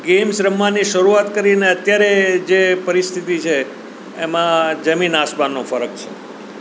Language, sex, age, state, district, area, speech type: Gujarati, male, 60+, Gujarat, Rajkot, urban, spontaneous